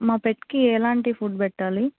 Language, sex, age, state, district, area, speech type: Telugu, female, 18-30, Andhra Pradesh, Eluru, urban, conversation